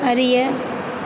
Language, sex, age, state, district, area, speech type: Tamil, female, 18-30, Tamil Nadu, Perambalur, urban, read